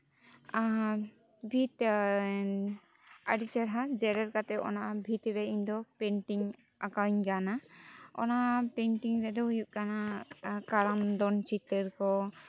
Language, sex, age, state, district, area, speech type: Santali, female, 18-30, West Bengal, Jhargram, rural, spontaneous